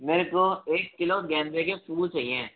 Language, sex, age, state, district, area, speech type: Hindi, male, 18-30, Rajasthan, Jaipur, urban, conversation